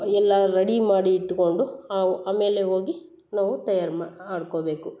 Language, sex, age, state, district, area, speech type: Kannada, female, 45-60, Karnataka, Hassan, urban, spontaneous